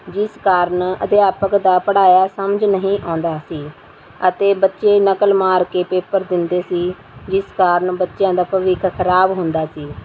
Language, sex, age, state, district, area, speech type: Punjabi, female, 45-60, Punjab, Rupnagar, rural, spontaneous